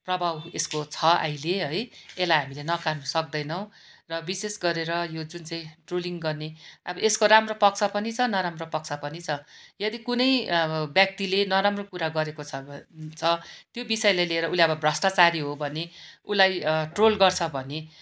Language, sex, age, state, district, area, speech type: Nepali, female, 45-60, West Bengal, Darjeeling, rural, spontaneous